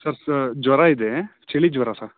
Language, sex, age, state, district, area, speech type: Kannada, male, 18-30, Karnataka, Chikkamagaluru, rural, conversation